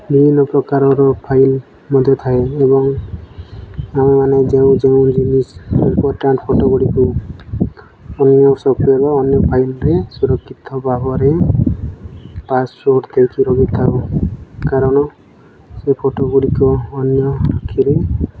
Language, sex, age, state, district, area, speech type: Odia, male, 18-30, Odisha, Nabarangpur, urban, spontaneous